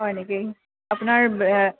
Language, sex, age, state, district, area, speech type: Assamese, female, 30-45, Assam, Dibrugarh, urban, conversation